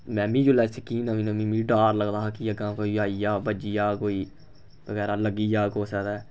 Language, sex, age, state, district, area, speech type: Dogri, male, 18-30, Jammu and Kashmir, Samba, rural, spontaneous